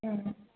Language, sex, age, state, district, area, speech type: Tamil, female, 18-30, Tamil Nadu, Nilgiris, rural, conversation